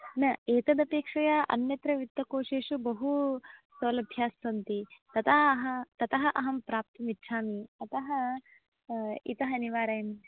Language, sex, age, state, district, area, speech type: Sanskrit, female, 18-30, Karnataka, Davanagere, urban, conversation